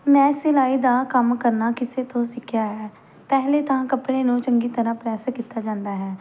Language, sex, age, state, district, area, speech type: Punjabi, female, 18-30, Punjab, Pathankot, rural, spontaneous